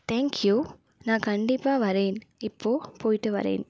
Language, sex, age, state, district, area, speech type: Tamil, female, 30-45, Tamil Nadu, Nilgiris, urban, read